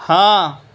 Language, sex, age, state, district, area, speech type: Urdu, male, 18-30, Delhi, East Delhi, urban, read